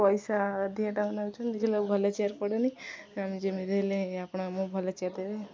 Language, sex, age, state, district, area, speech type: Odia, female, 18-30, Odisha, Jagatsinghpur, rural, spontaneous